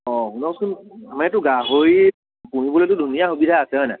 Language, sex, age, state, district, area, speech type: Assamese, male, 30-45, Assam, Sivasagar, urban, conversation